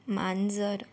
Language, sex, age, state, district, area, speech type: Marathi, female, 30-45, Maharashtra, Yavatmal, rural, read